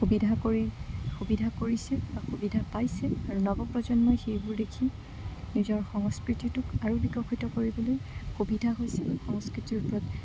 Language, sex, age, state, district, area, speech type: Assamese, female, 30-45, Assam, Morigaon, rural, spontaneous